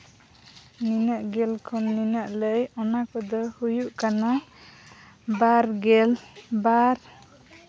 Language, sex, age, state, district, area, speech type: Santali, female, 18-30, Jharkhand, East Singhbhum, rural, spontaneous